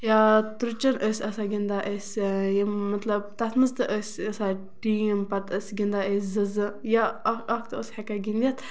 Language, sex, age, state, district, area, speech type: Kashmiri, female, 30-45, Jammu and Kashmir, Bandipora, rural, spontaneous